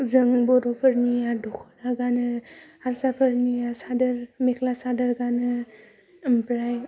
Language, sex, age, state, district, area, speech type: Bodo, female, 18-30, Assam, Udalguri, urban, spontaneous